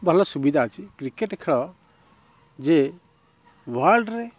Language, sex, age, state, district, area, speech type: Odia, male, 30-45, Odisha, Kendrapara, urban, spontaneous